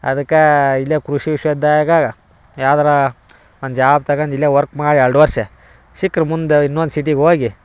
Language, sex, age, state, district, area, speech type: Kannada, male, 18-30, Karnataka, Dharwad, urban, spontaneous